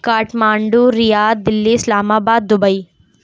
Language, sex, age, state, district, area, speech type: Urdu, female, 18-30, Uttar Pradesh, Lucknow, rural, spontaneous